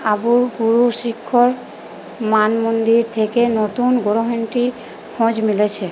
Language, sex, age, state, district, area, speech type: Bengali, female, 30-45, West Bengal, Purba Bardhaman, urban, spontaneous